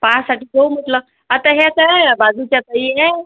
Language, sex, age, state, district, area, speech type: Marathi, female, 30-45, Maharashtra, Amravati, rural, conversation